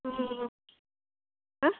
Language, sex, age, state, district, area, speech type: Kannada, female, 18-30, Karnataka, Chikkaballapur, rural, conversation